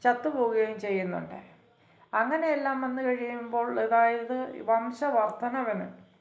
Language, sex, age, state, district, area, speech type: Malayalam, male, 45-60, Kerala, Kottayam, rural, spontaneous